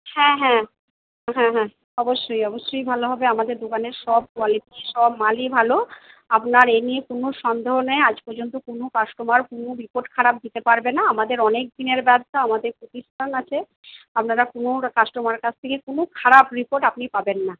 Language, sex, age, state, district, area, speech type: Bengali, female, 45-60, West Bengal, Purba Bardhaman, urban, conversation